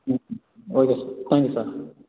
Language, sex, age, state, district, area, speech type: Tamil, male, 18-30, Tamil Nadu, Sivaganga, rural, conversation